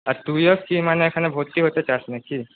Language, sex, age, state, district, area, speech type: Bengali, male, 18-30, West Bengal, Purba Bardhaman, urban, conversation